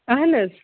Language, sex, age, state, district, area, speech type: Kashmiri, female, 18-30, Jammu and Kashmir, Kupwara, rural, conversation